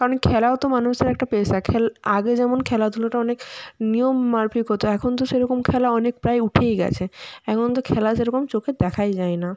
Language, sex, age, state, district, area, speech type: Bengali, female, 18-30, West Bengal, Jalpaiguri, rural, spontaneous